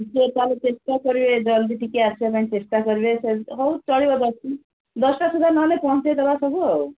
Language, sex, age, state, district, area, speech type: Odia, female, 45-60, Odisha, Sundergarh, rural, conversation